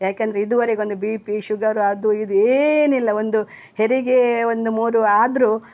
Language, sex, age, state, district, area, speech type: Kannada, female, 60+, Karnataka, Udupi, rural, spontaneous